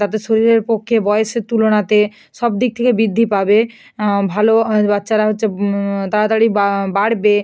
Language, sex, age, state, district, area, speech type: Bengali, female, 18-30, West Bengal, North 24 Parganas, rural, spontaneous